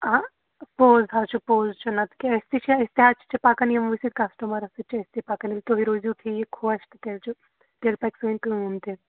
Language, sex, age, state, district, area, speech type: Kashmiri, female, 30-45, Jammu and Kashmir, Shopian, rural, conversation